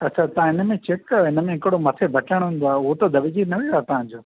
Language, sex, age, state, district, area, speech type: Sindhi, male, 45-60, Maharashtra, Thane, urban, conversation